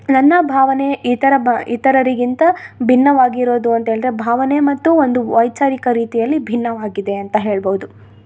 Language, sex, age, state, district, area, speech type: Kannada, female, 18-30, Karnataka, Chikkamagaluru, rural, spontaneous